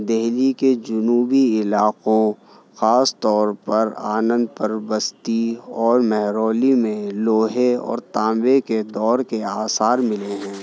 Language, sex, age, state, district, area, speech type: Urdu, male, 30-45, Delhi, New Delhi, urban, spontaneous